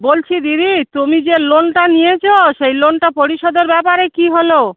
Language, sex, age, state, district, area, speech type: Bengali, female, 45-60, West Bengal, South 24 Parganas, rural, conversation